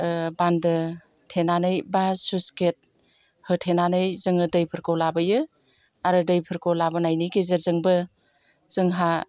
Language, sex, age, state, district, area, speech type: Bodo, female, 60+, Assam, Chirang, rural, spontaneous